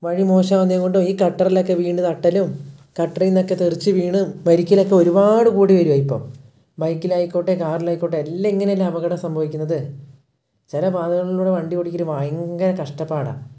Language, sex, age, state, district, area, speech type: Malayalam, male, 18-30, Kerala, Wayanad, rural, spontaneous